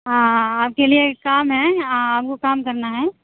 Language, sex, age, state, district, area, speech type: Hindi, female, 30-45, Uttar Pradesh, Mirzapur, rural, conversation